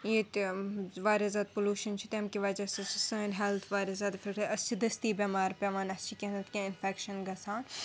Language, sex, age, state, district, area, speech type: Kashmiri, female, 18-30, Jammu and Kashmir, Srinagar, urban, spontaneous